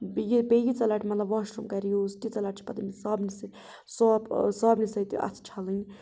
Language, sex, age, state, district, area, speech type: Kashmiri, female, 30-45, Jammu and Kashmir, Budgam, rural, spontaneous